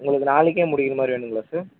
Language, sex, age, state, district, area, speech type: Tamil, male, 18-30, Tamil Nadu, Vellore, rural, conversation